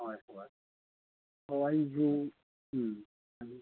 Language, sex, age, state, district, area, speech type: Manipuri, male, 60+, Manipur, Thoubal, rural, conversation